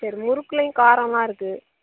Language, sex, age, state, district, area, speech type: Tamil, female, 18-30, Tamil Nadu, Nagapattinam, urban, conversation